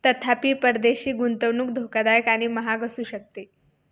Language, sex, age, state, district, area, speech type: Marathi, female, 18-30, Maharashtra, Buldhana, rural, read